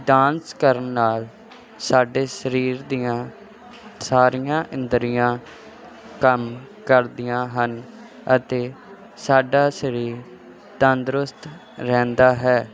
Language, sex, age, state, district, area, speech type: Punjabi, male, 18-30, Punjab, Firozpur, rural, spontaneous